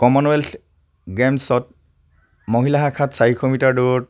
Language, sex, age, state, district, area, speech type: Assamese, male, 30-45, Assam, Charaideo, rural, spontaneous